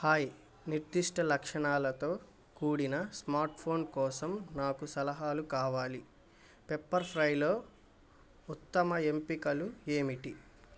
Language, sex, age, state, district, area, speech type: Telugu, male, 18-30, Andhra Pradesh, Bapatla, urban, read